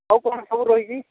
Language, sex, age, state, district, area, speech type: Odia, male, 45-60, Odisha, Nuapada, urban, conversation